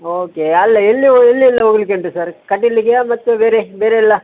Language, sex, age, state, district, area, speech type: Kannada, male, 45-60, Karnataka, Dakshina Kannada, rural, conversation